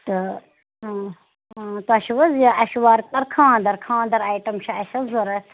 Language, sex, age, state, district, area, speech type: Kashmiri, female, 45-60, Jammu and Kashmir, Srinagar, urban, conversation